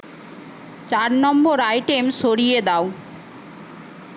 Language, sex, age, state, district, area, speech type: Bengali, female, 18-30, West Bengal, Paschim Medinipur, rural, read